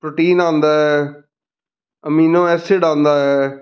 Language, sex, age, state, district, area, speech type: Punjabi, male, 30-45, Punjab, Fazilka, rural, spontaneous